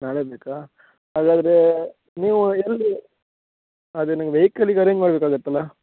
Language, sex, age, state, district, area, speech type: Kannada, male, 18-30, Karnataka, Uttara Kannada, rural, conversation